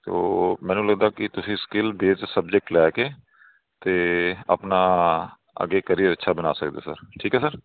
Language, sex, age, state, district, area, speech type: Punjabi, male, 30-45, Punjab, Kapurthala, urban, conversation